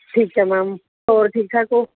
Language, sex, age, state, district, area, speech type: Punjabi, female, 30-45, Punjab, Bathinda, urban, conversation